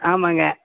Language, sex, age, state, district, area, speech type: Tamil, male, 60+, Tamil Nadu, Thanjavur, rural, conversation